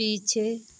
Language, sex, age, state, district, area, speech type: Hindi, female, 45-60, Uttar Pradesh, Mau, rural, read